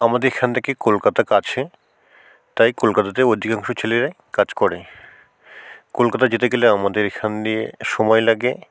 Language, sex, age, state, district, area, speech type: Bengali, male, 18-30, West Bengal, South 24 Parganas, rural, spontaneous